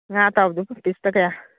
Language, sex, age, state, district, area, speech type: Manipuri, female, 60+, Manipur, Churachandpur, urban, conversation